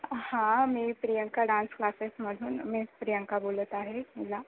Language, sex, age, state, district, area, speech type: Marathi, female, 18-30, Maharashtra, Ratnagiri, rural, conversation